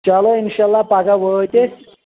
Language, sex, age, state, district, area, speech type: Kashmiri, male, 18-30, Jammu and Kashmir, Shopian, rural, conversation